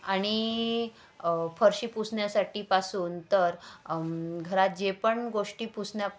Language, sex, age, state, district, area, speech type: Marathi, female, 30-45, Maharashtra, Wardha, rural, spontaneous